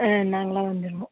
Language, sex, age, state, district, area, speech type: Tamil, female, 45-60, Tamil Nadu, Nilgiris, rural, conversation